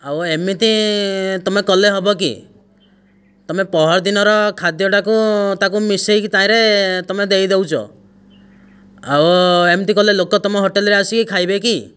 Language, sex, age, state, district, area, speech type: Odia, male, 60+, Odisha, Kandhamal, rural, spontaneous